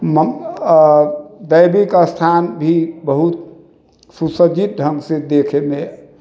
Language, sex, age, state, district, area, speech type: Maithili, male, 60+, Bihar, Sitamarhi, rural, spontaneous